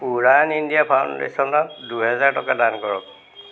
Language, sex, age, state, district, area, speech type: Assamese, male, 60+, Assam, Golaghat, urban, read